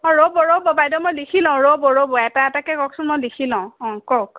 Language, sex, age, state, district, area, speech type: Assamese, female, 18-30, Assam, Sonitpur, urban, conversation